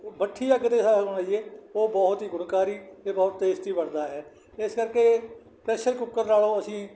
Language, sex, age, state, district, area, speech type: Punjabi, male, 60+, Punjab, Barnala, rural, spontaneous